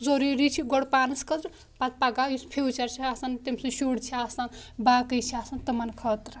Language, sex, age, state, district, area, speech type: Kashmiri, female, 18-30, Jammu and Kashmir, Kulgam, rural, spontaneous